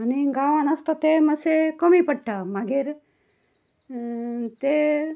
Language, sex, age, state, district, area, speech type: Goan Konkani, female, 60+, Goa, Ponda, rural, spontaneous